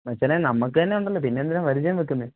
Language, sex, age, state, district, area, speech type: Malayalam, male, 18-30, Kerala, Kottayam, urban, conversation